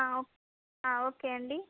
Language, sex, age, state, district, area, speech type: Telugu, female, 18-30, Andhra Pradesh, Palnadu, rural, conversation